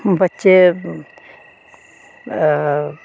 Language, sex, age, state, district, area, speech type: Dogri, female, 60+, Jammu and Kashmir, Reasi, rural, spontaneous